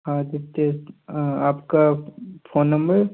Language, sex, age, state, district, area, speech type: Hindi, male, 18-30, Madhya Pradesh, Gwalior, urban, conversation